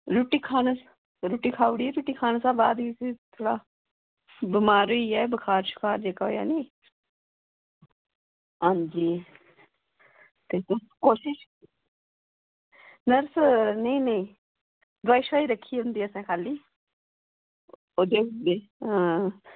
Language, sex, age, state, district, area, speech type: Dogri, female, 30-45, Jammu and Kashmir, Udhampur, rural, conversation